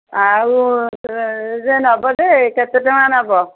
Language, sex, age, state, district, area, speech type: Odia, female, 45-60, Odisha, Angul, rural, conversation